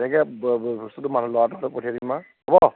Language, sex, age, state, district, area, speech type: Assamese, male, 30-45, Assam, Nagaon, rural, conversation